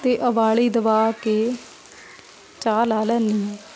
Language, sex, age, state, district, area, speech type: Punjabi, female, 30-45, Punjab, Shaheed Bhagat Singh Nagar, urban, spontaneous